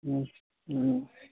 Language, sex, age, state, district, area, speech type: Urdu, male, 18-30, Bihar, Gaya, rural, conversation